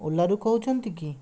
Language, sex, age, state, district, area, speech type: Odia, male, 18-30, Odisha, Bhadrak, rural, spontaneous